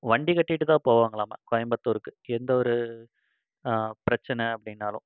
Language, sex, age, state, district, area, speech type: Tamil, male, 30-45, Tamil Nadu, Coimbatore, rural, spontaneous